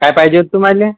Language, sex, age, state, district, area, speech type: Marathi, male, 18-30, Maharashtra, Amravati, rural, conversation